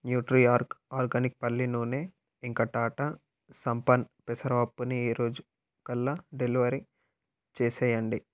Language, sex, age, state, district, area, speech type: Telugu, male, 18-30, Telangana, Peddapalli, rural, read